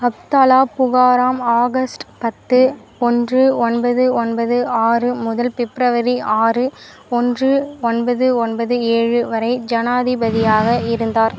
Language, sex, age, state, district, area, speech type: Tamil, female, 18-30, Tamil Nadu, Vellore, urban, read